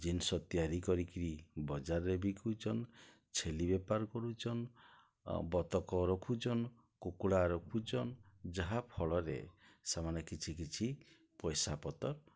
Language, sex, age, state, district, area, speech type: Odia, male, 60+, Odisha, Boudh, rural, spontaneous